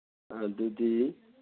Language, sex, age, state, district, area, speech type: Manipuri, male, 60+, Manipur, Imphal East, rural, conversation